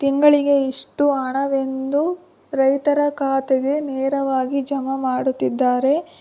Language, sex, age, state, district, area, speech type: Kannada, female, 18-30, Karnataka, Chikkaballapur, rural, spontaneous